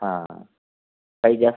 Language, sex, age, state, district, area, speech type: Marathi, male, 45-60, Maharashtra, Buldhana, rural, conversation